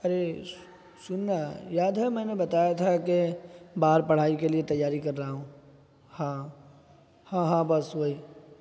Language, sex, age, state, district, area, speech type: Urdu, male, 30-45, Bihar, East Champaran, urban, spontaneous